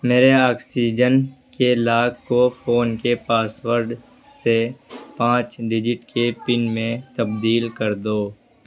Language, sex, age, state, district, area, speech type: Urdu, male, 18-30, Uttar Pradesh, Ghaziabad, urban, read